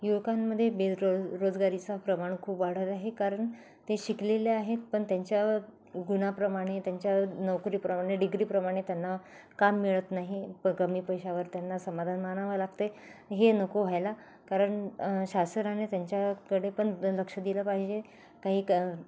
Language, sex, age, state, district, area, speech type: Marathi, female, 45-60, Maharashtra, Nagpur, urban, spontaneous